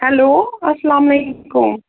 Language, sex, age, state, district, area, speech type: Kashmiri, female, 45-60, Jammu and Kashmir, Srinagar, urban, conversation